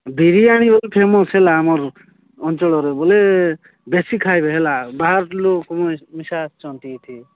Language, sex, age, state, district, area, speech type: Odia, male, 45-60, Odisha, Nabarangpur, rural, conversation